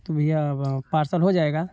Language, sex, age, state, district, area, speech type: Hindi, male, 30-45, Uttar Pradesh, Jaunpur, rural, spontaneous